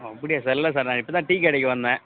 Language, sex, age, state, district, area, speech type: Tamil, male, 18-30, Tamil Nadu, Kallakurichi, rural, conversation